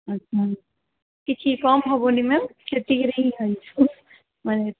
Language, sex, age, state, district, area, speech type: Odia, female, 45-60, Odisha, Sundergarh, rural, conversation